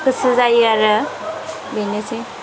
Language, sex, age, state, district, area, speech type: Bodo, female, 30-45, Assam, Chirang, rural, spontaneous